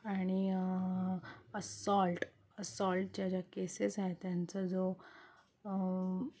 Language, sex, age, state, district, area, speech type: Marathi, female, 30-45, Maharashtra, Mumbai Suburban, urban, spontaneous